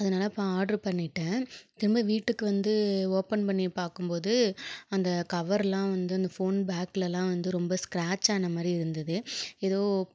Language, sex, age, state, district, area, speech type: Tamil, female, 30-45, Tamil Nadu, Mayiladuthurai, urban, spontaneous